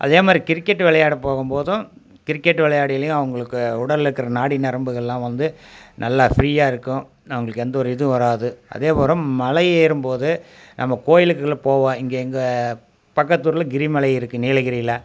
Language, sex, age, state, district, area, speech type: Tamil, male, 45-60, Tamil Nadu, Coimbatore, rural, spontaneous